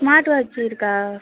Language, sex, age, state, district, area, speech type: Tamil, female, 18-30, Tamil Nadu, Madurai, urban, conversation